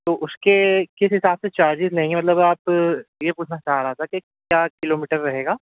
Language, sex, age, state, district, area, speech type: Urdu, male, 18-30, Delhi, Central Delhi, urban, conversation